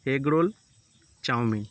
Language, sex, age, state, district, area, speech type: Bengali, male, 18-30, West Bengal, Howrah, urban, spontaneous